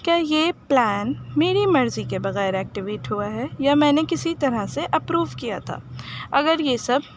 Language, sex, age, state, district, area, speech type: Urdu, female, 18-30, Delhi, North East Delhi, urban, spontaneous